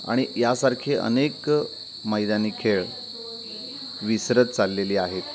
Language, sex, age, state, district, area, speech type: Marathi, male, 30-45, Maharashtra, Ratnagiri, rural, spontaneous